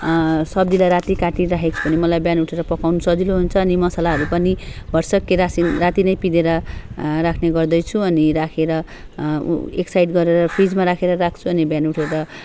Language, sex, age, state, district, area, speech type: Nepali, female, 45-60, West Bengal, Darjeeling, rural, spontaneous